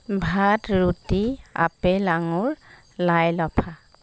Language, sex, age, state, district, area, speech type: Assamese, female, 45-60, Assam, Jorhat, urban, spontaneous